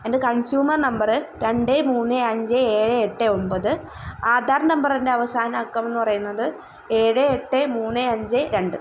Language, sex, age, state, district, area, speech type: Malayalam, female, 18-30, Kerala, Kollam, rural, spontaneous